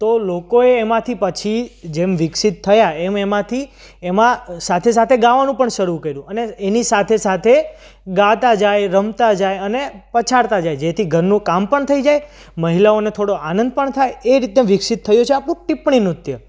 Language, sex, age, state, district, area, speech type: Gujarati, male, 18-30, Gujarat, Surat, urban, spontaneous